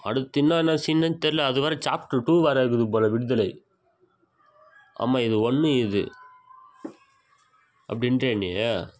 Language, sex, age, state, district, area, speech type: Tamil, male, 18-30, Tamil Nadu, Viluppuram, rural, spontaneous